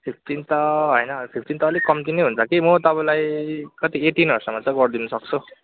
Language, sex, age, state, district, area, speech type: Nepali, male, 18-30, West Bengal, Kalimpong, rural, conversation